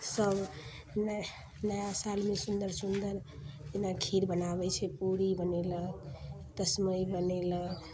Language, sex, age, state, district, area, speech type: Maithili, female, 30-45, Bihar, Muzaffarpur, urban, spontaneous